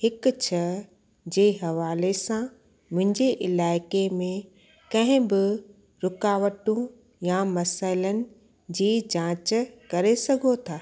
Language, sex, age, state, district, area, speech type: Sindhi, female, 45-60, Gujarat, Kutch, urban, read